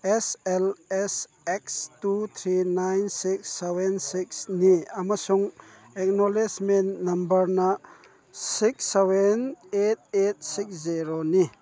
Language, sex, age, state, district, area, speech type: Manipuri, male, 45-60, Manipur, Chandel, rural, read